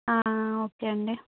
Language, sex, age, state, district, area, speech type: Telugu, female, 18-30, Telangana, Adilabad, rural, conversation